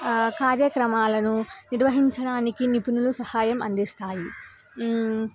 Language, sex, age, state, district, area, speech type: Telugu, female, 18-30, Telangana, Nizamabad, urban, spontaneous